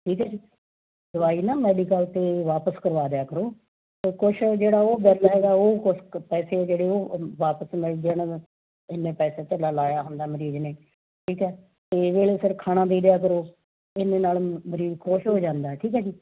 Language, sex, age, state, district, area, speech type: Punjabi, female, 45-60, Punjab, Muktsar, urban, conversation